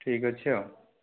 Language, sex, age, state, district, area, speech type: Odia, male, 30-45, Odisha, Dhenkanal, rural, conversation